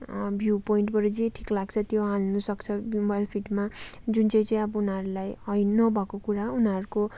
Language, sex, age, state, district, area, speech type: Nepali, female, 18-30, West Bengal, Darjeeling, rural, spontaneous